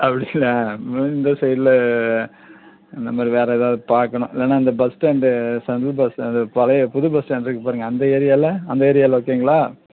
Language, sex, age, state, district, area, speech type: Tamil, male, 45-60, Tamil Nadu, Perambalur, rural, conversation